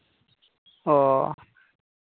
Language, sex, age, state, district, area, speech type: Santali, male, 18-30, West Bengal, Malda, rural, conversation